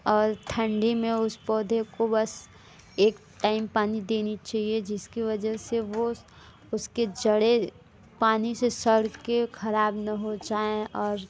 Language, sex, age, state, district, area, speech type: Hindi, female, 18-30, Uttar Pradesh, Mirzapur, urban, spontaneous